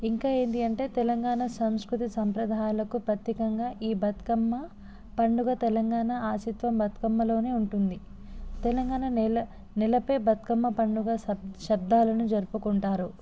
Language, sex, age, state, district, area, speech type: Telugu, female, 18-30, Telangana, Hyderabad, urban, spontaneous